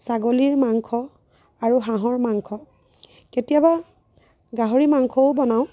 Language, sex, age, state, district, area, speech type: Assamese, female, 30-45, Assam, Lakhimpur, rural, spontaneous